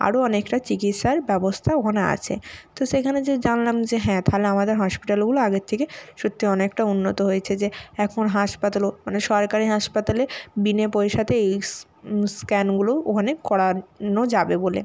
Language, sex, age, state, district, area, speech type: Bengali, female, 30-45, West Bengal, Nadia, urban, spontaneous